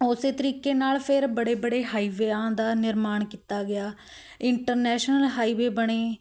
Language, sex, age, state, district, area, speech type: Punjabi, female, 18-30, Punjab, Fatehgarh Sahib, urban, spontaneous